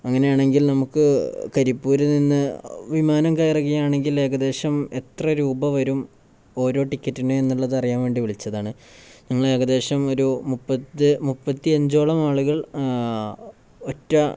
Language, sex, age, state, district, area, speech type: Malayalam, male, 18-30, Kerala, Kozhikode, rural, spontaneous